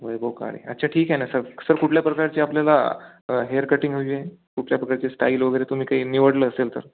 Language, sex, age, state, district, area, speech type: Marathi, male, 18-30, Maharashtra, Amravati, urban, conversation